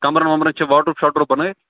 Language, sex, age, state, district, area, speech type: Kashmiri, male, 45-60, Jammu and Kashmir, Baramulla, rural, conversation